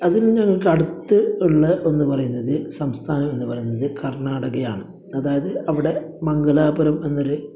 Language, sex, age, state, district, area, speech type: Malayalam, male, 30-45, Kerala, Kasaragod, rural, spontaneous